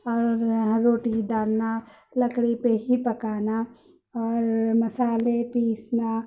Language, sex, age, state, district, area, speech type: Urdu, female, 30-45, Telangana, Hyderabad, urban, spontaneous